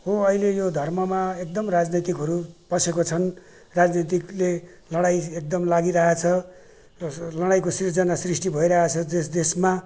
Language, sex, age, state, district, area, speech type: Nepali, male, 60+, West Bengal, Jalpaiguri, rural, spontaneous